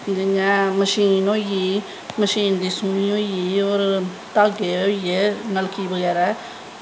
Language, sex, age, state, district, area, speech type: Dogri, female, 30-45, Jammu and Kashmir, Samba, rural, spontaneous